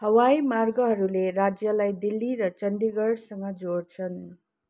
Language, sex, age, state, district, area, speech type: Nepali, female, 30-45, West Bengal, Kalimpong, rural, read